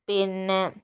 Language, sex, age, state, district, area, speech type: Malayalam, female, 60+, Kerala, Kozhikode, rural, spontaneous